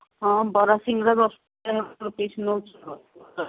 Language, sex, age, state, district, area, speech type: Odia, female, 60+, Odisha, Gajapati, rural, conversation